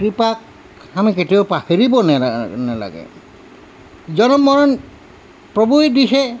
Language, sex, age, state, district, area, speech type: Assamese, male, 60+, Assam, Tinsukia, rural, spontaneous